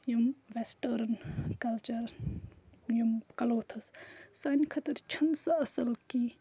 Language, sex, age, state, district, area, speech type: Kashmiri, female, 18-30, Jammu and Kashmir, Kupwara, rural, spontaneous